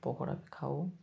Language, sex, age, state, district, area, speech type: Odia, male, 18-30, Odisha, Nabarangpur, urban, spontaneous